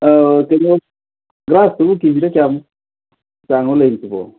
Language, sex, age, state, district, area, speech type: Manipuri, male, 60+, Manipur, Thoubal, rural, conversation